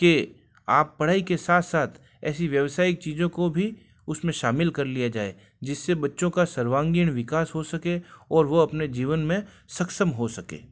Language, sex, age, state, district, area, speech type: Hindi, male, 45-60, Rajasthan, Jodhpur, urban, spontaneous